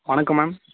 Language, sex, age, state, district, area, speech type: Tamil, male, 18-30, Tamil Nadu, Coimbatore, rural, conversation